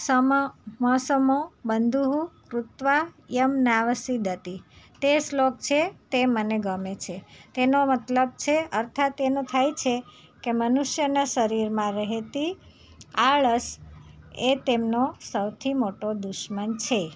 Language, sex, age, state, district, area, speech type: Gujarati, female, 30-45, Gujarat, Surat, rural, spontaneous